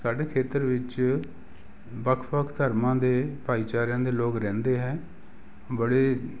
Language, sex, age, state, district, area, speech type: Punjabi, male, 60+, Punjab, Jalandhar, urban, spontaneous